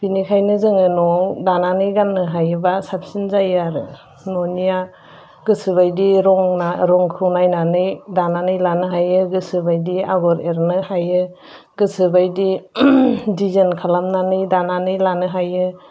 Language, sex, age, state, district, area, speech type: Bodo, female, 30-45, Assam, Udalguri, urban, spontaneous